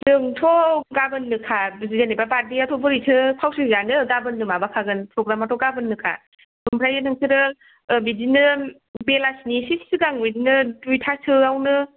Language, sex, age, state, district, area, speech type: Bodo, female, 30-45, Assam, Kokrajhar, rural, conversation